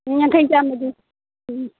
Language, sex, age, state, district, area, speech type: Manipuri, female, 60+, Manipur, Churachandpur, urban, conversation